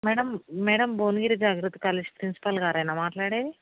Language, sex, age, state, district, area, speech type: Telugu, female, 45-60, Telangana, Hyderabad, urban, conversation